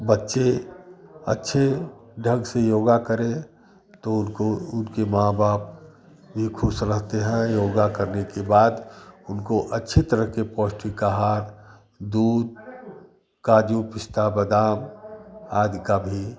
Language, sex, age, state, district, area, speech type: Hindi, male, 60+, Uttar Pradesh, Chandauli, urban, spontaneous